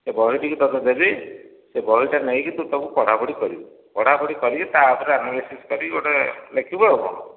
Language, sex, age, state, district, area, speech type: Odia, male, 45-60, Odisha, Dhenkanal, rural, conversation